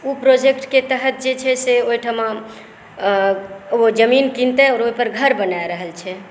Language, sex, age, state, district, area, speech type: Maithili, female, 45-60, Bihar, Saharsa, urban, spontaneous